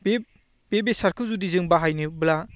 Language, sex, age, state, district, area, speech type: Bodo, male, 18-30, Assam, Baksa, rural, spontaneous